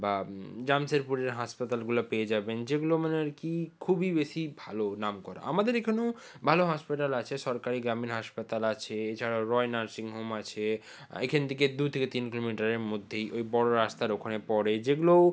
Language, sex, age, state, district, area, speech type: Bengali, male, 60+, West Bengal, Nadia, rural, spontaneous